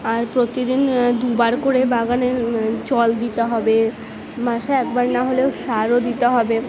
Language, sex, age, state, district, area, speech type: Bengali, female, 18-30, West Bengal, Purba Bardhaman, urban, spontaneous